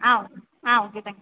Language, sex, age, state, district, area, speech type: Tamil, female, 18-30, Tamil Nadu, Sivaganga, rural, conversation